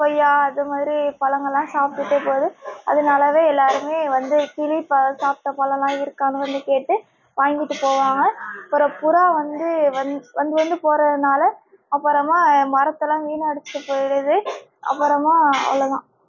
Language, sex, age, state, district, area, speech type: Tamil, female, 18-30, Tamil Nadu, Nagapattinam, rural, spontaneous